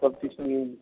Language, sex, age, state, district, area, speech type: Bengali, male, 18-30, West Bengal, North 24 Parganas, rural, conversation